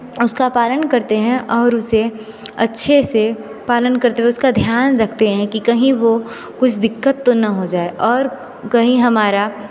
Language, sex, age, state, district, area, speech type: Hindi, female, 18-30, Uttar Pradesh, Sonbhadra, rural, spontaneous